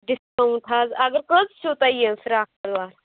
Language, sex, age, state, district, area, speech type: Kashmiri, female, 18-30, Jammu and Kashmir, Anantnag, rural, conversation